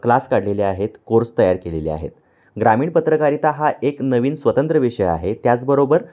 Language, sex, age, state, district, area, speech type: Marathi, male, 30-45, Maharashtra, Kolhapur, urban, spontaneous